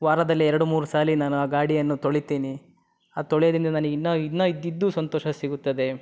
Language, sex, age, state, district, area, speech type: Kannada, male, 30-45, Karnataka, Chitradurga, rural, spontaneous